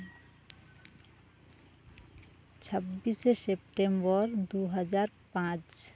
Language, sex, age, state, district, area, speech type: Santali, female, 30-45, West Bengal, Jhargram, rural, spontaneous